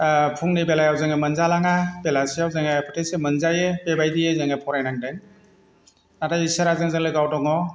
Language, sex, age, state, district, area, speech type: Bodo, male, 45-60, Assam, Chirang, rural, spontaneous